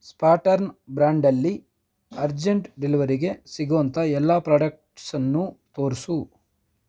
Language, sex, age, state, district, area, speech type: Kannada, male, 18-30, Karnataka, Kolar, rural, read